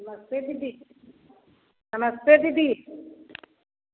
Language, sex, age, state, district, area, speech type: Hindi, female, 60+, Uttar Pradesh, Varanasi, rural, conversation